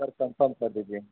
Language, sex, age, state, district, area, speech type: Hindi, male, 18-30, Uttar Pradesh, Bhadohi, urban, conversation